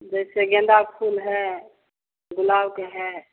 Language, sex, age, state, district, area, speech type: Hindi, female, 30-45, Bihar, Begusarai, rural, conversation